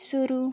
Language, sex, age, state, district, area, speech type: Hindi, female, 18-30, Uttar Pradesh, Jaunpur, urban, read